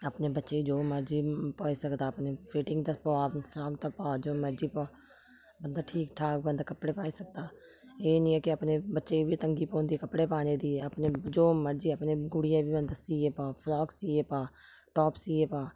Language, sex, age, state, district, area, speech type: Dogri, female, 30-45, Jammu and Kashmir, Samba, rural, spontaneous